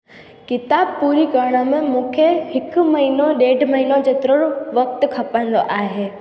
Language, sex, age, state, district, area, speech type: Sindhi, female, 18-30, Gujarat, Junagadh, rural, spontaneous